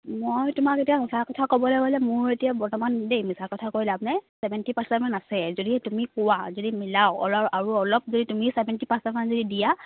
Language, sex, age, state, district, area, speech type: Assamese, female, 18-30, Assam, Charaideo, rural, conversation